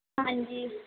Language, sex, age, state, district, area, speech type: Punjabi, female, 18-30, Punjab, Barnala, urban, conversation